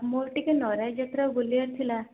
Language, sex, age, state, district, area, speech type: Odia, female, 18-30, Odisha, Puri, urban, conversation